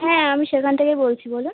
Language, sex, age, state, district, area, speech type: Bengali, female, 18-30, West Bengal, Hooghly, urban, conversation